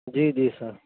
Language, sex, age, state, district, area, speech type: Urdu, male, 18-30, Uttar Pradesh, Saharanpur, urban, conversation